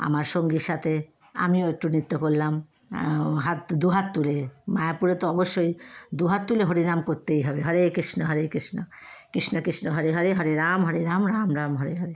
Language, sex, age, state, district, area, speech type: Bengali, female, 30-45, West Bengal, Howrah, urban, spontaneous